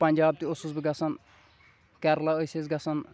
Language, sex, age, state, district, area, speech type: Kashmiri, male, 30-45, Jammu and Kashmir, Kulgam, rural, spontaneous